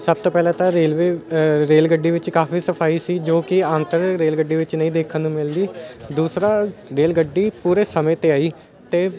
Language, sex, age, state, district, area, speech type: Punjabi, male, 18-30, Punjab, Ludhiana, urban, spontaneous